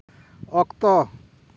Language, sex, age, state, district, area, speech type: Santali, male, 60+, West Bengal, Paschim Bardhaman, rural, read